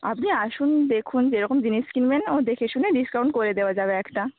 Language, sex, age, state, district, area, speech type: Bengali, female, 18-30, West Bengal, Bankura, urban, conversation